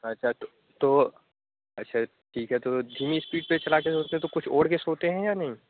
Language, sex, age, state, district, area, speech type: Urdu, male, 18-30, Uttar Pradesh, Aligarh, urban, conversation